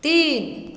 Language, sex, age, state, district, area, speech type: Hindi, female, 30-45, Bihar, Vaishali, rural, read